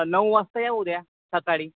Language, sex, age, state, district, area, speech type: Marathi, male, 18-30, Maharashtra, Akola, rural, conversation